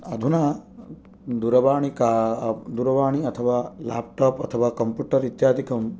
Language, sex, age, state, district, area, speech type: Sanskrit, male, 18-30, Odisha, Jagatsinghpur, urban, spontaneous